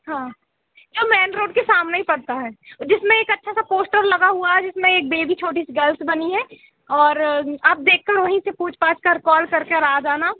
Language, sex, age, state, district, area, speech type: Hindi, female, 18-30, Madhya Pradesh, Hoshangabad, urban, conversation